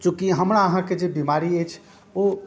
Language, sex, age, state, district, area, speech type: Maithili, male, 30-45, Bihar, Darbhanga, rural, spontaneous